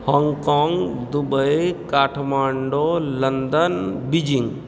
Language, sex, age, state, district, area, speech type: Maithili, male, 30-45, Bihar, Supaul, rural, spontaneous